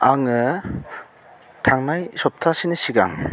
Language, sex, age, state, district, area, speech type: Bodo, male, 30-45, Assam, Chirang, rural, spontaneous